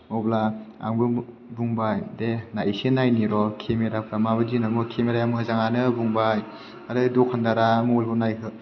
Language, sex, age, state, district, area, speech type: Bodo, male, 18-30, Assam, Chirang, rural, spontaneous